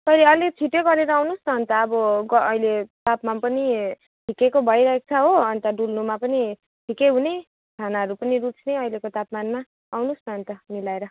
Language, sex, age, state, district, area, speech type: Nepali, female, 18-30, West Bengal, Kalimpong, rural, conversation